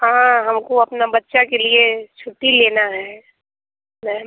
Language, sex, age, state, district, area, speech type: Hindi, female, 30-45, Bihar, Muzaffarpur, rural, conversation